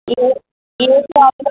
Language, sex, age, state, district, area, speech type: Telugu, female, 18-30, Telangana, Karimnagar, urban, conversation